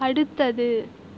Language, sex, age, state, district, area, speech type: Tamil, female, 45-60, Tamil Nadu, Tiruvarur, rural, read